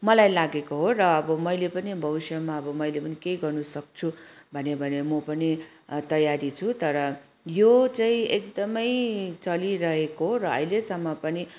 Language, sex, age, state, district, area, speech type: Nepali, female, 30-45, West Bengal, Kalimpong, rural, spontaneous